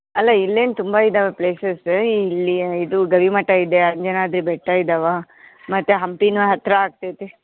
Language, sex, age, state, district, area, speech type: Kannada, female, 45-60, Karnataka, Koppal, urban, conversation